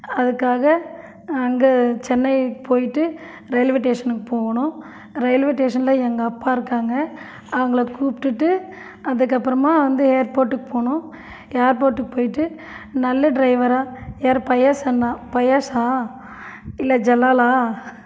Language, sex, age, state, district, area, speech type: Tamil, female, 45-60, Tamil Nadu, Krishnagiri, rural, spontaneous